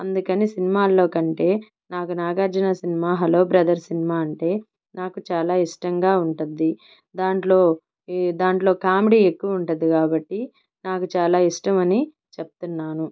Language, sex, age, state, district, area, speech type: Telugu, female, 30-45, Andhra Pradesh, Nellore, urban, spontaneous